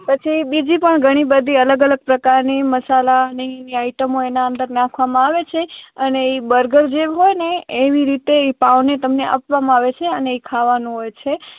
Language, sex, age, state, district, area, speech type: Gujarati, female, 18-30, Gujarat, Kutch, rural, conversation